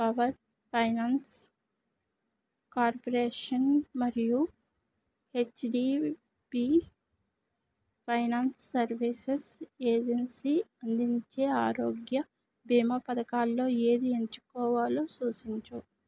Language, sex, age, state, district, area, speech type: Telugu, female, 60+, Andhra Pradesh, Kakinada, rural, read